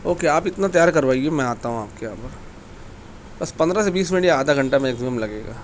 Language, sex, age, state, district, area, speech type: Urdu, male, 18-30, Maharashtra, Nashik, urban, spontaneous